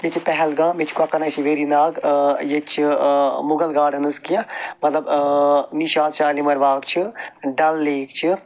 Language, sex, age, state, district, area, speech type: Kashmiri, male, 45-60, Jammu and Kashmir, Budgam, urban, spontaneous